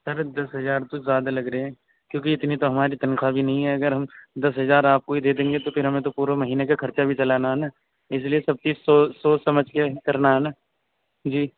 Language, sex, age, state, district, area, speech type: Urdu, male, 18-30, Uttar Pradesh, Saharanpur, urban, conversation